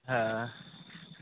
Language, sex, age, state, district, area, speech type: Santali, male, 18-30, West Bengal, Purba Bardhaman, rural, conversation